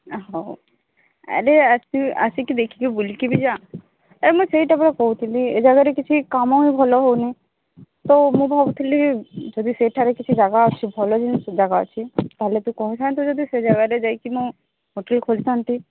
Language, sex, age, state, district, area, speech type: Odia, female, 30-45, Odisha, Sambalpur, rural, conversation